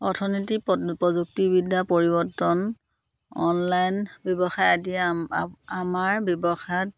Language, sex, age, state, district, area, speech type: Assamese, female, 30-45, Assam, Dhemaji, rural, spontaneous